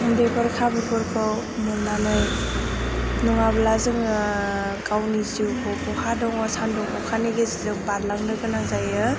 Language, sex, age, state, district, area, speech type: Bodo, female, 18-30, Assam, Chirang, rural, spontaneous